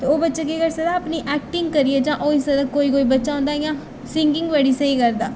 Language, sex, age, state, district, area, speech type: Dogri, female, 18-30, Jammu and Kashmir, Reasi, rural, spontaneous